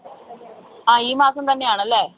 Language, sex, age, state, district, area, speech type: Malayalam, female, 30-45, Kerala, Idukki, rural, conversation